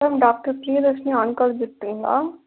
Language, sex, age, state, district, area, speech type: Tamil, female, 18-30, Tamil Nadu, Erode, rural, conversation